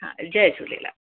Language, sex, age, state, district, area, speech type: Sindhi, female, 45-60, Uttar Pradesh, Lucknow, urban, conversation